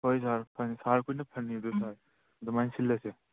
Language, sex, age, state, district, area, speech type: Manipuri, male, 18-30, Manipur, Churachandpur, rural, conversation